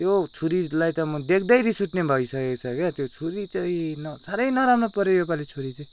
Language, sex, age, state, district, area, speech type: Nepali, male, 18-30, West Bengal, Kalimpong, rural, spontaneous